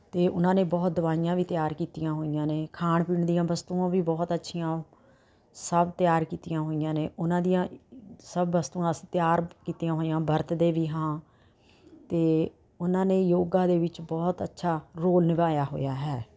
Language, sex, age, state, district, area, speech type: Punjabi, female, 60+, Punjab, Rupnagar, urban, spontaneous